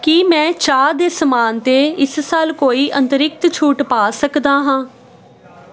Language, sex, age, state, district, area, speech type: Punjabi, female, 30-45, Punjab, Kapurthala, urban, read